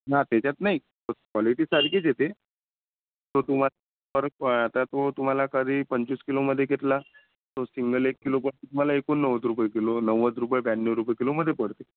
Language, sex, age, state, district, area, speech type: Marathi, male, 30-45, Maharashtra, Amravati, rural, conversation